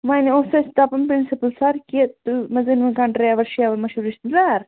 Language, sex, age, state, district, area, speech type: Kashmiri, female, 30-45, Jammu and Kashmir, Bandipora, rural, conversation